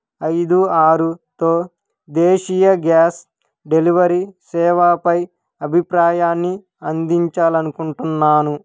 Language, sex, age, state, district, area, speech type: Telugu, male, 18-30, Andhra Pradesh, Krishna, urban, read